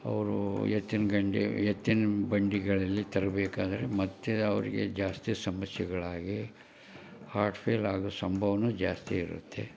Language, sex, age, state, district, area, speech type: Kannada, male, 60+, Karnataka, Koppal, rural, spontaneous